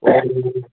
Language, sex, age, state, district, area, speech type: Manipuri, male, 45-60, Manipur, Churachandpur, urban, conversation